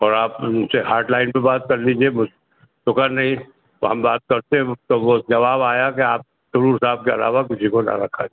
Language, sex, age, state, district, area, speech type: Urdu, male, 60+, Uttar Pradesh, Rampur, urban, conversation